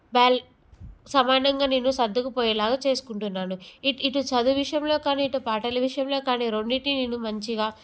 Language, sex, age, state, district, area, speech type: Telugu, female, 18-30, Telangana, Peddapalli, rural, spontaneous